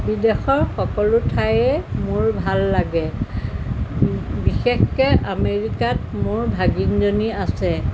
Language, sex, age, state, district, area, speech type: Assamese, female, 60+, Assam, Jorhat, urban, spontaneous